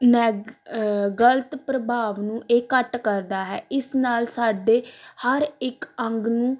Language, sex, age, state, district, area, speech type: Punjabi, female, 18-30, Punjab, Gurdaspur, rural, spontaneous